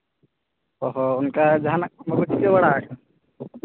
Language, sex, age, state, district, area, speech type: Santali, male, 18-30, Jharkhand, East Singhbhum, rural, conversation